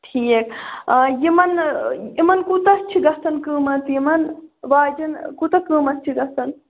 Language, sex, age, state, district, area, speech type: Kashmiri, female, 18-30, Jammu and Kashmir, Shopian, urban, conversation